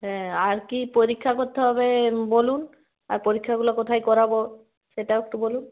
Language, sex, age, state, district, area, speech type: Bengali, female, 30-45, West Bengal, Jalpaiguri, rural, conversation